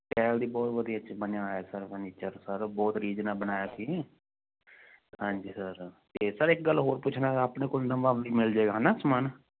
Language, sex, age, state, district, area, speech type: Punjabi, male, 30-45, Punjab, Fazilka, rural, conversation